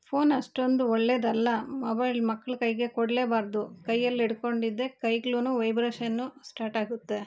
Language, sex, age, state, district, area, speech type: Kannada, female, 30-45, Karnataka, Bangalore Urban, urban, spontaneous